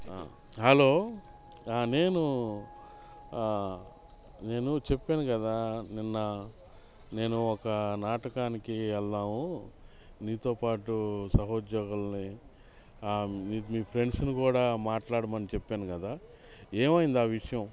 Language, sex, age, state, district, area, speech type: Telugu, male, 30-45, Andhra Pradesh, Bapatla, urban, spontaneous